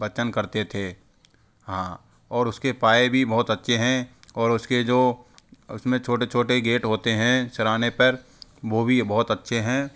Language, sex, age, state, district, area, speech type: Hindi, male, 45-60, Rajasthan, Karauli, rural, spontaneous